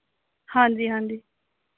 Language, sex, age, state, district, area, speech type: Dogri, female, 30-45, Jammu and Kashmir, Samba, rural, conversation